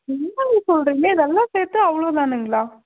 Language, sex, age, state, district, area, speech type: Tamil, female, 30-45, Tamil Nadu, Madurai, urban, conversation